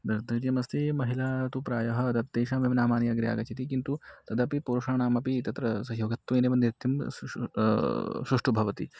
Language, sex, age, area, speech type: Sanskrit, male, 18-30, rural, spontaneous